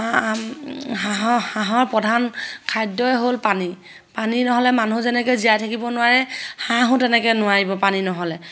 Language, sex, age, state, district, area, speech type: Assamese, female, 30-45, Assam, Sivasagar, rural, spontaneous